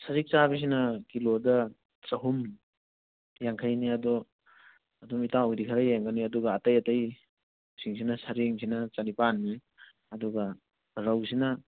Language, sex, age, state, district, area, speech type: Manipuri, male, 30-45, Manipur, Thoubal, rural, conversation